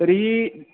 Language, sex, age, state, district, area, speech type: Sanskrit, male, 18-30, Odisha, Khordha, rural, conversation